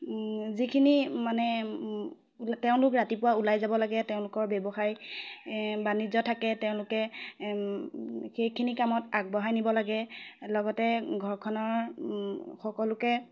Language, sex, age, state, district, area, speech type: Assamese, female, 18-30, Assam, Biswanath, rural, spontaneous